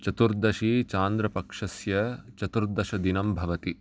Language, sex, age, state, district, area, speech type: Sanskrit, male, 30-45, Karnataka, Bangalore Urban, urban, read